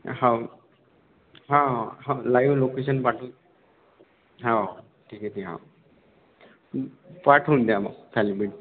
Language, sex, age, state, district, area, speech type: Marathi, male, 18-30, Maharashtra, Akola, rural, conversation